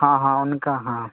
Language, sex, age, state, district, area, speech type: Maithili, male, 30-45, Bihar, Saharsa, rural, conversation